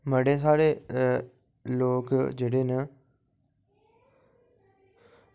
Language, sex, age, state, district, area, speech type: Dogri, male, 45-60, Jammu and Kashmir, Udhampur, rural, spontaneous